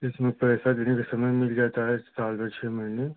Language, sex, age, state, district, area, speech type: Hindi, male, 30-45, Uttar Pradesh, Ghazipur, rural, conversation